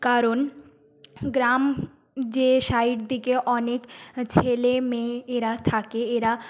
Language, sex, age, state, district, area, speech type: Bengali, female, 18-30, West Bengal, Jhargram, rural, spontaneous